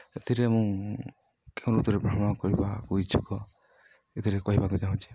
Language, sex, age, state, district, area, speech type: Odia, male, 18-30, Odisha, Balangir, urban, spontaneous